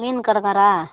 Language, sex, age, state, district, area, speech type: Tamil, female, 60+, Tamil Nadu, Tiruvannamalai, rural, conversation